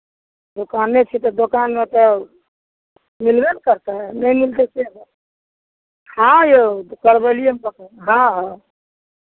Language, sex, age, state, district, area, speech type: Maithili, female, 60+, Bihar, Madhepura, rural, conversation